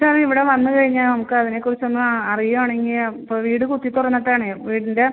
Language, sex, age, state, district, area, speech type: Malayalam, female, 45-60, Kerala, Ernakulam, urban, conversation